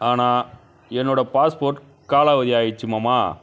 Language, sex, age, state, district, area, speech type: Tamil, male, 30-45, Tamil Nadu, Kallakurichi, rural, spontaneous